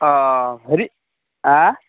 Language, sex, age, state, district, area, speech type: Assamese, male, 30-45, Assam, Darrang, rural, conversation